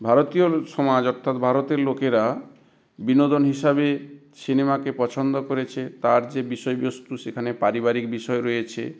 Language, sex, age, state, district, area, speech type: Bengali, male, 60+, West Bengal, South 24 Parganas, rural, spontaneous